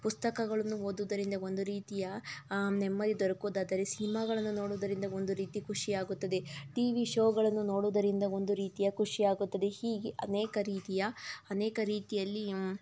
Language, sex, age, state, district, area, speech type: Kannada, female, 45-60, Karnataka, Tumkur, rural, spontaneous